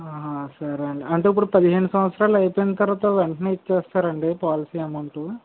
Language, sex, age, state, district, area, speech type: Telugu, male, 18-30, Andhra Pradesh, West Godavari, rural, conversation